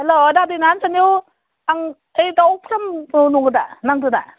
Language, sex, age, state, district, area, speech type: Bodo, female, 45-60, Assam, Udalguri, rural, conversation